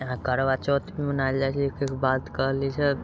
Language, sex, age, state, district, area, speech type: Maithili, male, 18-30, Bihar, Muzaffarpur, rural, spontaneous